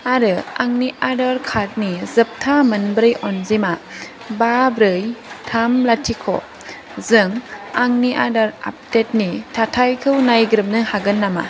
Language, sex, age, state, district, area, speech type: Bodo, female, 18-30, Assam, Kokrajhar, rural, read